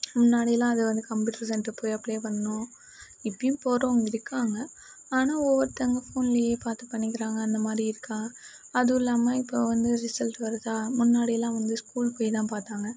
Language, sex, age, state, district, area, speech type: Tamil, female, 30-45, Tamil Nadu, Mayiladuthurai, urban, spontaneous